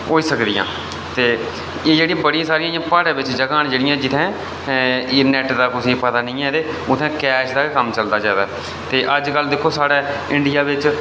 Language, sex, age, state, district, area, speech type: Dogri, male, 18-30, Jammu and Kashmir, Reasi, rural, spontaneous